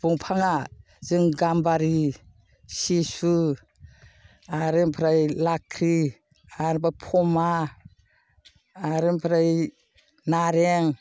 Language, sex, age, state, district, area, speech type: Bodo, female, 60+, Assam, Baksa, urban, spontaneous